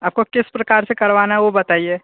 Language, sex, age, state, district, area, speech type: Hindi, male, 18-30, Bihar, Darbhanga, rural, conversation